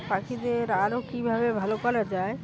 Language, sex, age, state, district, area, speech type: Bengali, female, 45-60, West Bengal, Uttar Dinajpur, urban, spontaneous